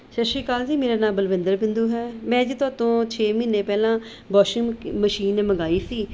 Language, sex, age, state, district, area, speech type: Punjabi, female, 30-45, Punjab, Mohali, urban, spontaneous